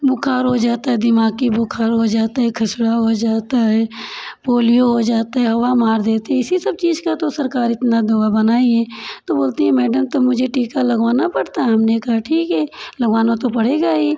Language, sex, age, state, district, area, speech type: Hindi, female, 30-45, Uttar Pradesh, Prayagraj, urban, spontaneous